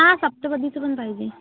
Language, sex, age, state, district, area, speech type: Marathi, female, 18-30, Maharashtra, Amravati, rural, conversation